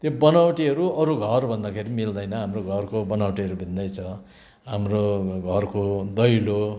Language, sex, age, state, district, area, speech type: Nepali, male, 60+, West Bengal, Kalimpong, rural, spontaneous